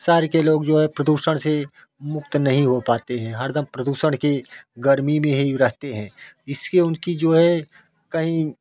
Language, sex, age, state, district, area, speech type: Hindi, male, 45-60, Uttar Pradesh, Jaunpur, rural, spontaneous